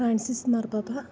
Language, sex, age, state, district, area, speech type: Malayalam, female, 30-45, Kerala, Idukki, rural, spontaneous